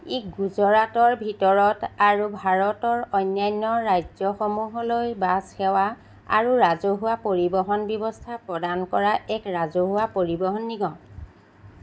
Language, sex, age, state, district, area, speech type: Assamese, female, 45-60, Assam, Sivasagar, rural, read